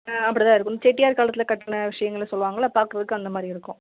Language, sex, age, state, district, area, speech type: Tamil, female, 18-30, Tamil Nadu, Sivaganga, rural, conversation